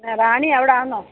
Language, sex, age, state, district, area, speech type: Malayalam, female, 45-60, Kerala, Kollam, rural, conversation